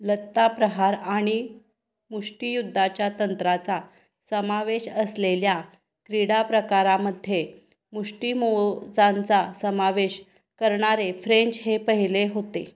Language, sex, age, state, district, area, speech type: Marathi, female, 30-45, Maharashtra, Kolhapur, urban, read